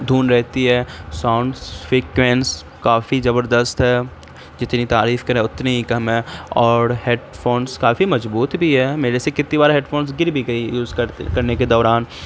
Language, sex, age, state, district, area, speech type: Urdu, male, 18-30, Bihar, Saharsa, rural, spontaneous